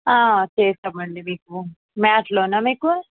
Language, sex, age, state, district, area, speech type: Telugu, female, 18-30, Andhra Pradesh, Visakhapatnam, urban, conversation